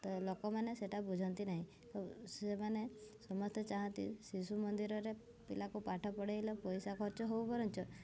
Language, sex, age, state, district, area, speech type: Odia, female, 18-30, Odisha, Mayurbhanj, rural, spontaneous